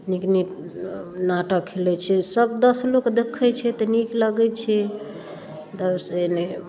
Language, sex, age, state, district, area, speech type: Maithili, female, 30-45, Bihar, Darbhanga, rural, spontaneous